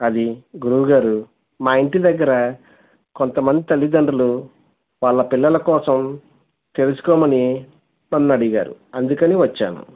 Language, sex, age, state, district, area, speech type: Telugu, male, 30-45, Andhra Pradesh, East Godavari, rural, conversation